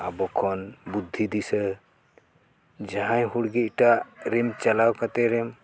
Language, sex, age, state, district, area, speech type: Santali, male, 60+, Odisha, Mayurbhanj, rural, spontaneous